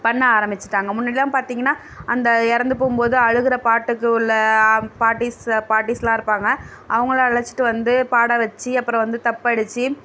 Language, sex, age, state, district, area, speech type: Tamil, female, 30-45, Tamil Nadu, Mayiladuthurai, rural, spontaneous